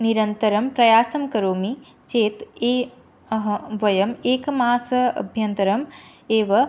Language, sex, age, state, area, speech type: Sanskrit, female, 18-30, Tripura, rural, spontaneous